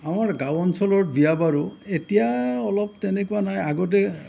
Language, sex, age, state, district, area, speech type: Assamese, male, 60+, Assam, Nalbari, rural, spontaneous